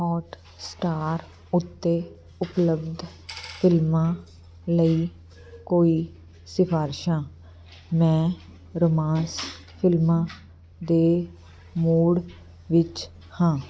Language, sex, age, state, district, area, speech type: Punjabi, female, 45-60, Punjab, Fazilka, rural, read